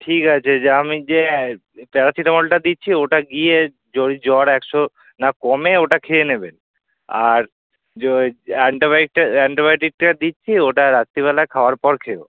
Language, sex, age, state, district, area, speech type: Bengali, male, 18-30, West Bengal, Kolkata, urban, conversation